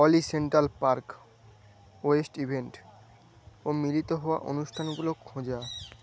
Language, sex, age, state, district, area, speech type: Bengali, male, 18-30, West Bengal, Paschim Medinipur, rural, read